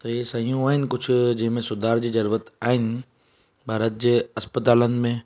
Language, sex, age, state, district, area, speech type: Sindhi, male, 30-45, Gujarat, Surat, urban, spontaneous